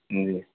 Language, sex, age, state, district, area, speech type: Urdu, male, 30-45, Bihar, Saharsa, rural, conversation